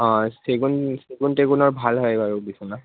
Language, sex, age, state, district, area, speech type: Assamese, male, 18-30, Assam, Udalguri, rural, conversation